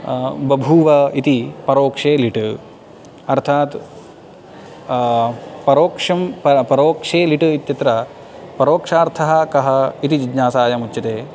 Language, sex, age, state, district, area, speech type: Sanskrit, male, 18-30, Karnataka, Uttara Kannada, urban, spontaneous